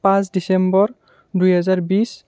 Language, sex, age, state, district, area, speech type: Assamese, male, 18-30, Assam, Barpeta, rural, spontaneous